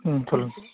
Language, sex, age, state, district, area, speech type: Tamil, male, 18-30, Tamil Nadu, Krishnagiri, rural, conversation